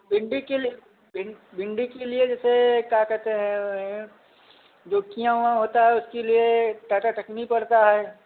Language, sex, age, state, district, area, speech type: Hindi, male, 45-60, Uttar Pradesh, Ayodhya, rural, conversation